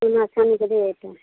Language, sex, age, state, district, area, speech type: Hindi, female, 45-60, Bihar, Madhepura, rural, conversation